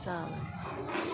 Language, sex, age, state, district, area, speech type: Bodo, female, 60+, Assam, Kokrajhar, rural, spontaneous